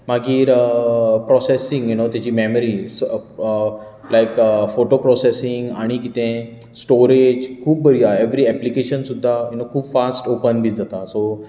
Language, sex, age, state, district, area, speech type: Goan Konkani, male, 30-45, Goa, Bardez, urban, spontaneous